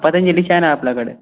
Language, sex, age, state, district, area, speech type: Marathi, female, 18-30, Maharashtra, Gondia, rural, conversation